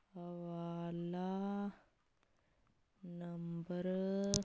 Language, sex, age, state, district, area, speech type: Punjabi, female, 18-30, Punjab, Sangrur, urban, read